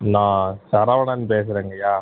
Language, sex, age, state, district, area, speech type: Tamil, male, 45-60, Tamil Nadu, Pudukkottai, rural, conversation